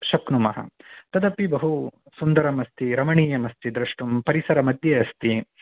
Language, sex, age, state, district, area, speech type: Sanskrit, male, 18-30, Karnataka, Uttara Kannada, rural, conversation